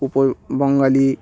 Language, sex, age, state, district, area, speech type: Bengali, male, 30-45, West Bengal, Nadia, rural, spontaneous